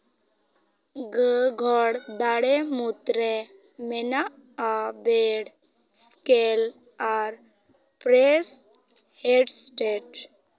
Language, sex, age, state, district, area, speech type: Santali, female, 18-30, West Bengal, Purba Bardhaman, rural, read